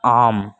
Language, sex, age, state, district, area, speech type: Tamil, male, 18-30, Tamil Nadu, Kallakurichi, rural, read